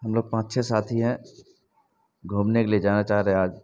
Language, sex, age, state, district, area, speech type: Urdu, male, 18-30, Bihar, Purnia, rural, spontaneous